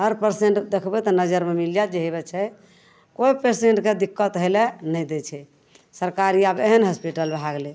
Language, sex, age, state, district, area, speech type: Maithili, female, 45-60, Bihar, Madhepura, rural, spontaneous